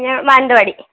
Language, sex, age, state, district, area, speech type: Malayalam, female, 18-30, Kerala, Wayanad, rural, conversation